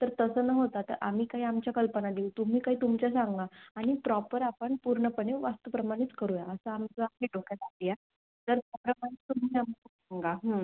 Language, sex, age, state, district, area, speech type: Marathi, female, 18-30, Maharashtra, Nashik, urban, conversation